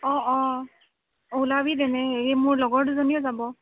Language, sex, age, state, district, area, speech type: Assamese, female, 18-30, Assam, Tinsukia, urban, conversation